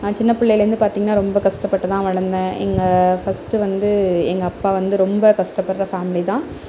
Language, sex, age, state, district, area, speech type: Tamil, female, 30-45, Tamil Nadu, Tiruvarur, urban, spontaneous